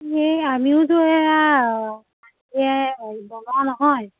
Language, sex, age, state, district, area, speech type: Assamese, female, 30-45, Assam, Darrang, rural, conversation